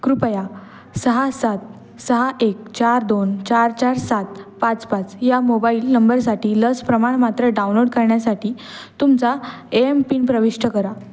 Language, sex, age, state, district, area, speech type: Marathi, female, 18-30, Maharashtra, Pune, urban, read